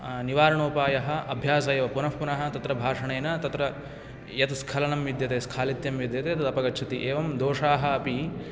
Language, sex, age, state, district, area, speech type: Sanskrit, male, 18-30, Karnataka, Uttara Kannada, rural, spontaneous